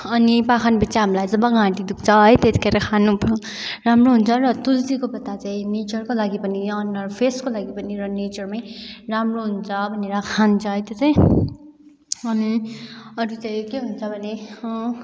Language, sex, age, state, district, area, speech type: Nepali, female, 18-30, West Bengal, Kalimpong, rural, spontaneous